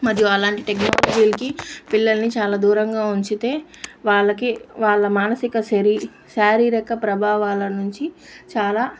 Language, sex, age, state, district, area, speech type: Telugu, female, 30-45, Andhra Pradesh, Nellore, urban, spontaneous